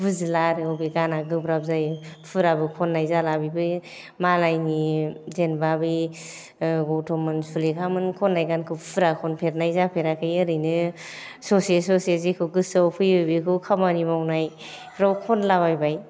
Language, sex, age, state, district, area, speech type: Bodo, female, 45-60, Assam, Kokrajhar, urban, spontaneous